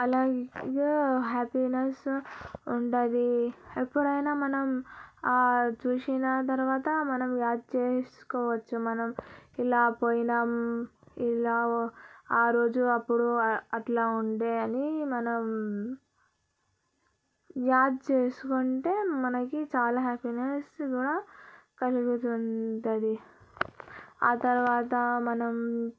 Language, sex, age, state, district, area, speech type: Telugu, female, 18-30, Telangana, Vikarabad, urban, spontaneous